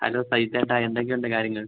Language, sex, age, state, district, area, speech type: Malayalam, male, 18-30, Kerala, Idukki, urban, conversation